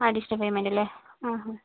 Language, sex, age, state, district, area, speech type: Malayalam, female, 18-30, Kerala, Wayanad, rural, conversation